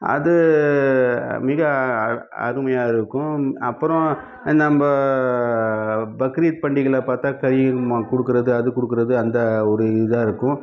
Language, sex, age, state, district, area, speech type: Tamil, male, 30-45, Tamil Nadu, Krishnagiri, urban, spontaneous